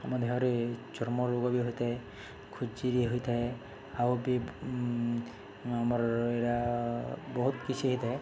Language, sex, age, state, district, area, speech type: Odia, male, 30-45, Odisha, Balangir, urban, spontaneous